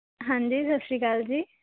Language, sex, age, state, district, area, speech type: Punjabi, female, 18-30, Punjab, Mohali, urban, conversation